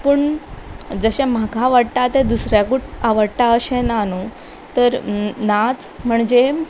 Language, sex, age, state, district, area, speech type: Goan Konkani, female, 18-30, Goa, Quepem, rural, spontaneous